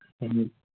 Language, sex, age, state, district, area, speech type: Manipuri, male, 30-45, Manipur, Kangpokpi, urban, conversation